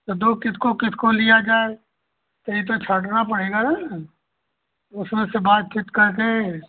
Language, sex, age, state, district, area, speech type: Hindi, male, 60+, Uttar Pradesh, Azamgarh, urban, conversation